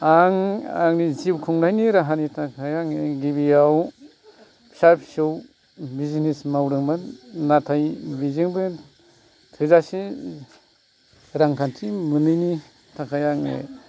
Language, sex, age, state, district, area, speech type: Bodo, male, 45-60, Assam, Kokrajhar, urban, spontaneous